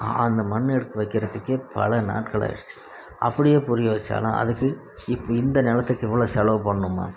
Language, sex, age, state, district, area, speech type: Tamil, male, 45-60, Tamil Nadu, Krishnagiri, rural, spontaneous